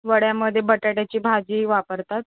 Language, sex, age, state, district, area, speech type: Marathi, female, 18-30, Maharashtra, Solapur, urban, conversation